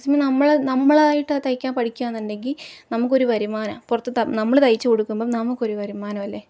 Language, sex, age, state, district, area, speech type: Malayalam, female, 18-30, Kerala, Palakkad, rural, spontaneous